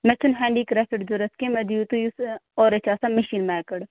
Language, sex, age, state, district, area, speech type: Kashmiri, female, 18-30, Jammu and Kashmir, Bandipora, rural, conversation